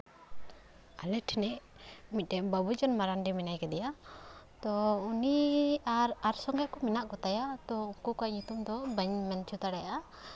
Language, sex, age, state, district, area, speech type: Santali, female, 18-30, West Bengal, Paschim Bardhaman, rural, spontaneous